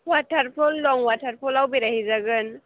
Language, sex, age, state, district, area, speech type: Bodo, female, 18-30, Assam, Chirang, rural, conversation